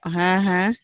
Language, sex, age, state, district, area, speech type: Santali, female, 18-30, West Bengal, Birbhum, rural, conversation